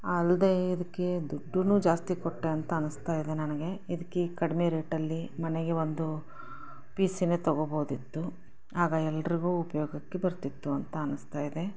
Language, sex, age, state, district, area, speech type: Kannada, female, 45-60, Karnataka, Chikkaballapur, rural, spontaneous